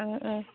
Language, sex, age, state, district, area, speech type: Bodo, female, 30-45, Assam, Udalguri, urban, conversation